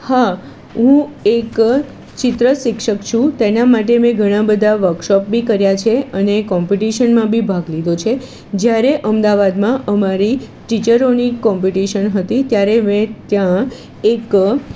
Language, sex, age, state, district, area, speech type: Gujarati, female, 45-60, Gujarat, Kheda, rural, spontaneous